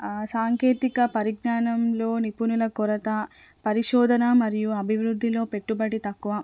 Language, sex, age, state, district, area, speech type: Telugu, female, 18-30, Telangana, Hanamkonda, urban, spontaneous